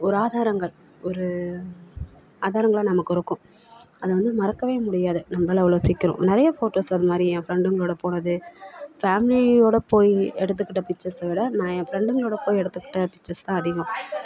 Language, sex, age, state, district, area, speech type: Tamil, female, 45-60, Tamil Nadu, Perambalur, rural, spontaneous